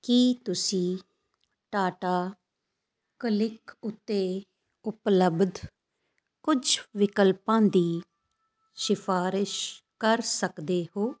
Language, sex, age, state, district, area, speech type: Punjabi, female, 45-60, Punjab, Fazilka, rural, read